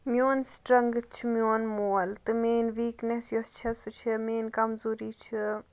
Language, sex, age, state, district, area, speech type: Kashmiri, female, 30-45, Jammu and Kashmir, Ganderbal, rural, spontaneous